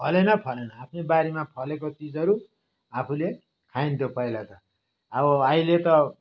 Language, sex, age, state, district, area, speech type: Nepali, male, 60+, West Bengal, Darjeeling, rural, spontaneous